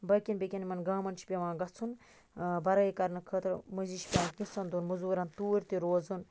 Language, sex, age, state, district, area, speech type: Kashmiri, female, 45-60, Jammu and Kashmir, Baramulla, rural, spontaneous